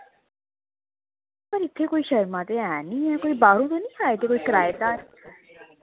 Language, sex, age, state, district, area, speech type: Dogri, female, 30-45, Jammu and Kashmir, Reasi, rural, conversation